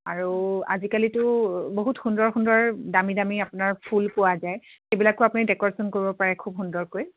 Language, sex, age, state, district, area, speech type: Assamese, female, 45-60, Assam, Dibrugarh, rural, conversation